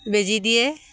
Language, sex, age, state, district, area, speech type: Assamese, female, 45-60, Assam, Dibrugarh, rural, spontaneous